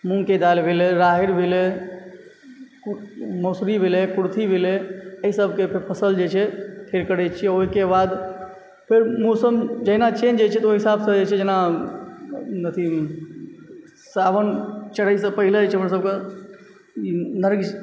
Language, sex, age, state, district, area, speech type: Maithili, male, 30-45, Bihar, Supaul, rural, spontaneous